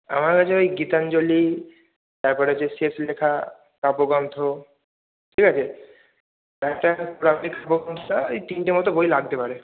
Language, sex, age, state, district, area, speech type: Bengali, male, 18-30, West Bengal, Hooghly, urban, conversation